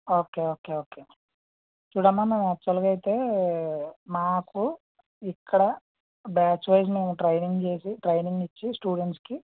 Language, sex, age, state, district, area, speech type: Telugu, male, 60+, Andhra Pradesh, East Godavari, rural, conversation